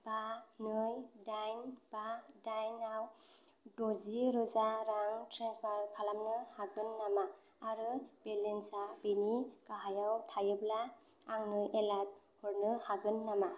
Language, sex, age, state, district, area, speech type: Bodo, female, 18-30, Assam, Chirang, urban, read